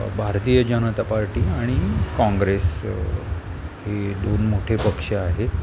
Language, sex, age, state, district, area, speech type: Marathi, male, 60+, Maharashtra, Palghar, urban, spontaneous